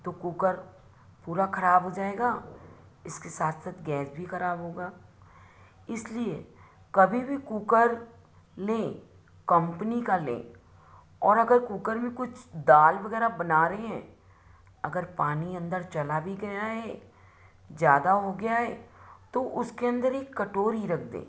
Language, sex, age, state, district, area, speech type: Hindi, female, 60+, Madhya Pradesh, Ujjain, urban, spontaneous